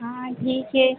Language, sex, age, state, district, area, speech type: Hindi, female, 18-30, Madhya Pradesh, Harda, urban, conversation